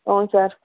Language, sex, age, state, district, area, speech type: Kannada, female, 45-60, Karnataka, Chikkaballapur, rural, conversation